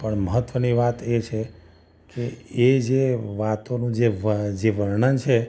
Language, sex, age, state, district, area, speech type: Gujarati, male, 45-60, Gujarat, Ahmedabad, urban, spontaneous